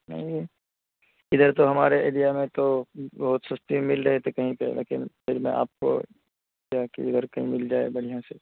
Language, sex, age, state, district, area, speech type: Urdu, male, 18-30, Bihar, Purnia, rural, conversation